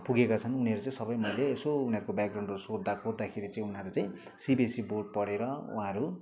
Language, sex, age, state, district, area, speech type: Nepali, male, 30-45, West Bengal, Kalimpong, rural, spontaneous